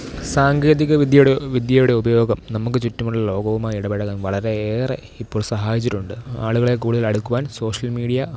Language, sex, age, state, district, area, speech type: Malayalam, male, 18-30, Kerala, Thiruvananthapuram, rural, spontaneous